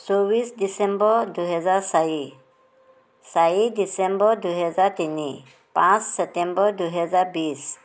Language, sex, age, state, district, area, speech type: Assamese, female, 60+, Assam, Dhemaji, rural, spontaneous